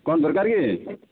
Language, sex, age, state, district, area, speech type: Odia, male, 60+, Odisha, Boudh, rural, conversation